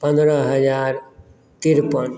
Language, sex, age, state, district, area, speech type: Maithili, male, 45-60, Bihar, Madhubani, rural, spontaneous